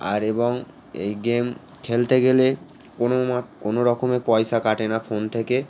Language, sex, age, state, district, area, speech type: Bengali, male, 18-30, West Bengal, Howrah, urban, spontaneous